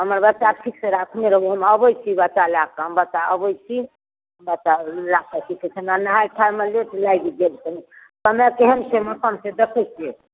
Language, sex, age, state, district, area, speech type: Maithili, female, 60+, Bihar, Darbhanga, rural, conversation